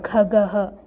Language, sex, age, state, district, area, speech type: Sanskrit, female, 18-30, Maharashtra, Washim, urban, read